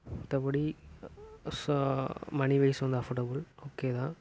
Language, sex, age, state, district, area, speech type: Tamil, male, 18-30, Tamil Nadu, Nagapattinam, rural, spontaneous